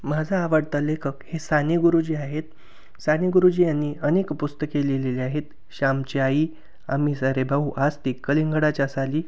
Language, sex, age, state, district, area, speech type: Marathi, male, 18-30, Maharashtra, Ahmednagar, rural, spontaneous